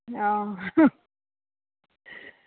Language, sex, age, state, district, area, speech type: Assamese, female, 30-45, Assam, Dhemaji, rural, conversation